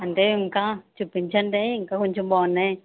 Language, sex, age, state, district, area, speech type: Telugu, female, 45-60, Andhra Pradesh, Konaseema, urban, conversation